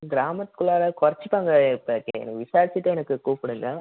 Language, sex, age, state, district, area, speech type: Tamil, male, 18-30, Tamil Nadu, Salem, rural, conversation